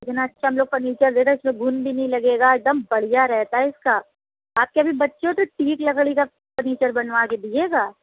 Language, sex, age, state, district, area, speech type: Urdu, female, 45-60, Uttar Pradesh, Lucknow, rural, conversation